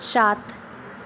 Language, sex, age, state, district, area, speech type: Hindi, female, 18-30, Madhya Pradesh, Harda, urban, read